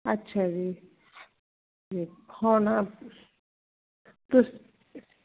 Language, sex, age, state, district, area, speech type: Punjabi, female, 60+, Punjab, Barnala, rural, conversation